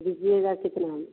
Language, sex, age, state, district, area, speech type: Hindi, female, 60+, Bihar, Vaishali, urban, conversation